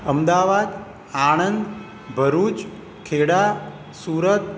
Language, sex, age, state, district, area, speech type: Gujarati, male, 60+, Gujarat, Surat, urban, spontaneous